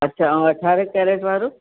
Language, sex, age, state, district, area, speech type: Sindhi, female, 60+, Uttar Pradesh, Lucknow, urban, conversation